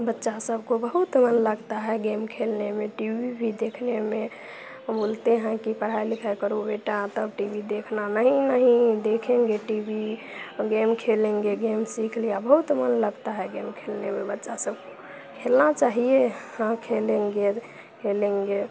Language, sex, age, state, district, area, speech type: Hindi, female, 30-45, Bihar, Madhepura, rural, spontaneous